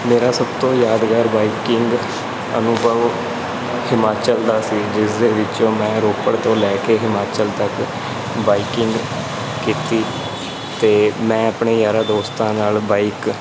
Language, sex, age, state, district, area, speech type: Punjabi, male, 18-30, Punjab, Kapurthala, rural, spontaneous